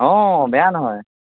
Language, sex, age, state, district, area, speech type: Assamese, male, 18-30, Assam, Majuli, rural, conversation